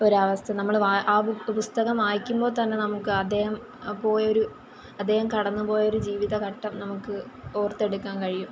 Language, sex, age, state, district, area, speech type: Malayalam, female, 18-30, Kerala, Kollam, rural, spontaneous